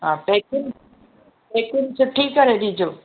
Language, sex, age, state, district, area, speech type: Sindhi, female, 45-60, Maharashtra, Thane, urban, conversation